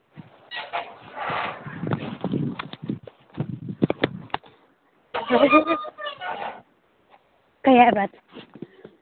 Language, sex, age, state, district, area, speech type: Manipuri, female, 30-45, Manipur, Imphal East, rural, conversation